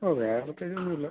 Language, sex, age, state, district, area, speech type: Malayalam, male, 18-30, Kerala, Idukki, rural, conversation